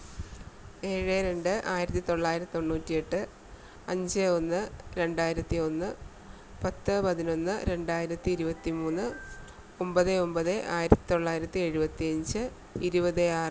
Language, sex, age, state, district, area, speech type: Malayalam, female, 45-60, Kerala, Alappuzha, rural, spontaneous